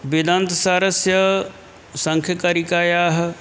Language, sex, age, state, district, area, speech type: Sanskrit, male, 60+, Uttar Pradesh, Ghazipur, urban, spontaneous